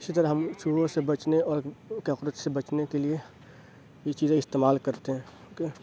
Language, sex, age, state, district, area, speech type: Urdu, male, 30-45, Uttar Pradesh, Aligarh, rural, spontaneous